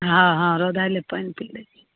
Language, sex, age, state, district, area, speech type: Maithili, female, 45-60, Bihar, Begusarai, rural, conversation